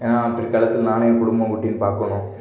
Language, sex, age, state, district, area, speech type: Tamil, male, 18-30, Tamil Nadu, Perambalur, rural, spontaneous